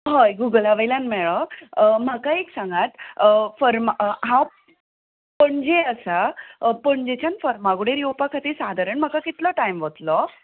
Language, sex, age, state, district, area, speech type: Goan Konkani, female, 30-45, Goa, Ponda, rural, conversation